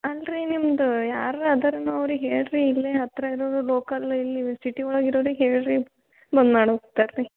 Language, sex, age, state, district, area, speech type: Kannada, female, 18-30, Karnataka, Gulbarga, urban, conversation